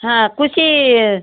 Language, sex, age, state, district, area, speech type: Marathi, female, 45-60, Maharashtra, Washim, rural, conversation